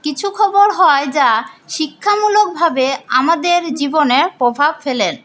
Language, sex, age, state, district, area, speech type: Bengali, female, 18-30, West Bengal, Paschim Bardhaman, rural, spontaneous